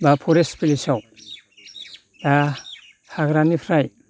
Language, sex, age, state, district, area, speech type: Bodo, male, 60+, Assam, Baksa, rural, spontaneous